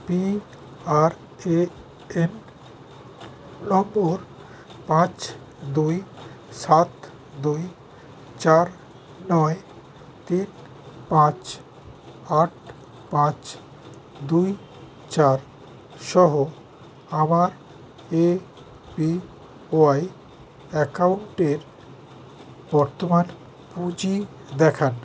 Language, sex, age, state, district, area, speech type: Bengali, male, 60+, West Bengal, Howrah, urban, read